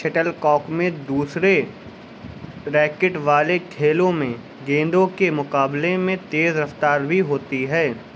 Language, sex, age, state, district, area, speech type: Urdu, male, 18-30, Uttar Pradesh, Shahjahanpur, urban, read